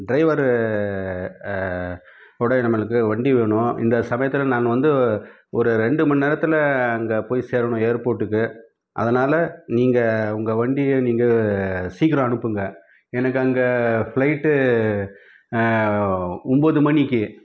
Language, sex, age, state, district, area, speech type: Tamil, male, 30-45, Tamil Nadu, Krishnagiri, urban, spontaneous